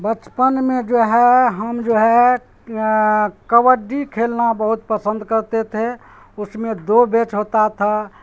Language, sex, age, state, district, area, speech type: Urdu, male, 45-60, Bihar, Supaul, rural, spontaneous